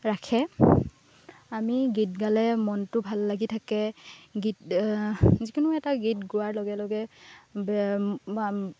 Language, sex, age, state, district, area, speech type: Assamese, female, 18-30, Assam, Lakhimpur, rural, spontaneous